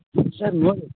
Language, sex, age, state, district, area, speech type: Kannada, male, 30-45, Karnataka, Raichur, rural, conversation